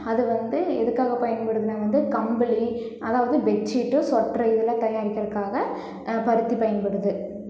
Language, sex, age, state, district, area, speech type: Tamil, female, 18-30, Tamil Nadu, Erode, rural, spontaneous